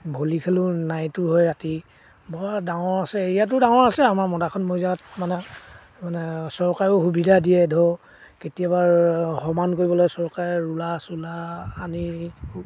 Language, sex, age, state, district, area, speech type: Assamese, male, 60+, Assam, Dibrugarh, rural, spontaneous